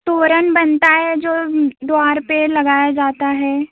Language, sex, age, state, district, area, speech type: Hindi, female, 18-30, Uttar Pradesh, Jaunpur, urban, conversation